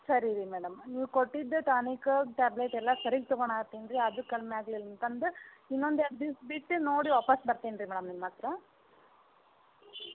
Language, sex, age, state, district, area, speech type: Kannada, female, 30-45, Karnataka, Gadag, rural, conversation